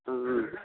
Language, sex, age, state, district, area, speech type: Tamil, male, 45-60, Tamil Nadu, Tiruvannamalai, rural, conversation